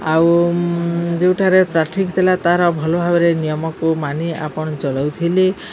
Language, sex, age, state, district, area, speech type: Odia, female, 45-60, Odisha, Subarnapur, urban, spontaneous